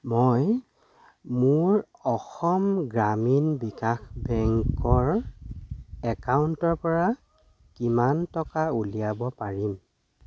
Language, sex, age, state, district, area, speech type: Assamese, male, 45-60, Assam, Dhemaji, rural, read